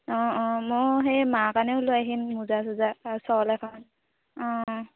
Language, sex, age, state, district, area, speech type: Assamese, female, 18-30, Assam, Sivasagar, rural, conversation